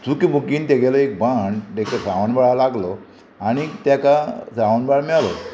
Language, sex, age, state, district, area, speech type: Goan Konkani, male, 60+, Goa, Murmgao, rural, spontaneous